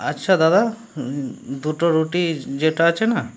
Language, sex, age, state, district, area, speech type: Bengali, male, 30-45, West Bengal, Howrah, urban, spontaneous